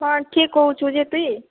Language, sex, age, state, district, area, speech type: Odia, female, 45-60, Odisha, Boudh, rural, conversation